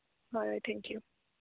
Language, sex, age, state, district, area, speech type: Manipuri, female, 45-60, Manipur, Churachandpur, urban, conversation